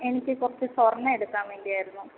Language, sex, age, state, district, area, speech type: Malayalam, female, 18-30, Kerala, Kottayam, rural, conversation